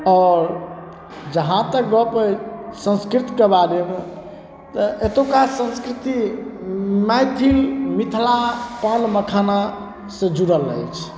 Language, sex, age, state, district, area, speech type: Maithili, male, 30-45, Bihar, Darbhanga, urban, spontaneous